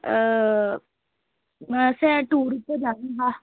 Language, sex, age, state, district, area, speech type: Dogri, female, 18-30, Jammu and Kashmir, Udhampur, rural, conversation